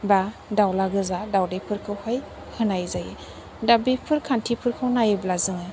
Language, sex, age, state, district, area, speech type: Bodo, female, 18-30, Assam, Chirang, rural, spontaneous